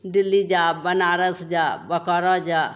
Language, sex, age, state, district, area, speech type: Maithili, female, 45-60, Bihar, Begusarai, urban, spontaneous